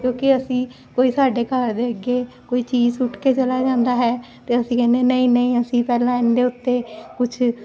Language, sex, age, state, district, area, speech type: Punjabi, female, 45-60, Punjab, Jalandhar, urban, spontaneous